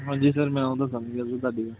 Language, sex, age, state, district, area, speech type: Punjabi, male, 18-30, Punjab, Hoshiarpur, rural, conversation